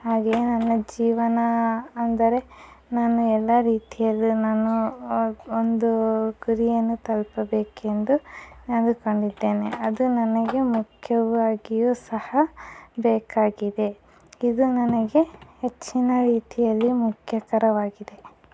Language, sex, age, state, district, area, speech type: Kannada, female, 18-30, Karnataka, Chitradurga, rural, spontaneous